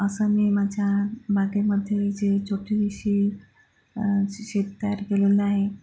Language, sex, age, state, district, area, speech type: Marathi, female, 45-60, Maharashtra, Akola, urban, spontaneous